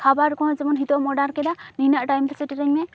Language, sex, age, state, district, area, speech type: Santali, female, 18-30, West Bengal, Purulia, rural, spontaneous